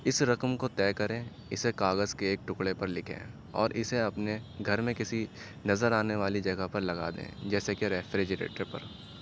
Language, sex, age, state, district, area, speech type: Urdu, male, 30-45, Uttar Pradesh, Aligarh, urban, read